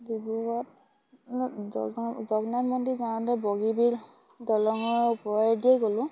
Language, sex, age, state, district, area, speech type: Assamese, female, 18-30, Assam, Sivasagar, rural, spontaneous